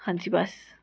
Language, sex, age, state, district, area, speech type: Punjabi, female, 18-30, Punjab, Fatehgarh Sahib, urban, spontaneous